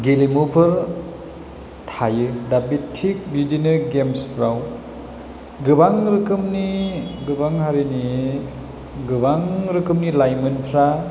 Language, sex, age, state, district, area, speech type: Bodo, male, 30-45, Assam, Chirang, rural, spontaneous